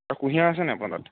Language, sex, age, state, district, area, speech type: Assamese, male, 45-60, Assam, Morigaon, rural, conversation